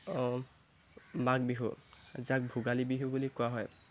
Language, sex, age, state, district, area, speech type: Assamese, male, 18-30, Assam, Tinsukia, urban, spontaneous